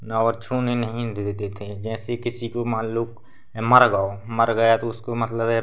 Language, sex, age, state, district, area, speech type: Hindi, male, 18-30, Madhya Pradesh, Seoni, urban, spontaneous